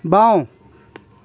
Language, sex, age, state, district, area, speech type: Assamese, male, 45-60, Assam, Sivasagar, rural, read